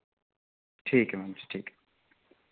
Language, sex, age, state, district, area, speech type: Dogri, male, 18-30, Jammu and Kashmir, Reasi, rural, conversation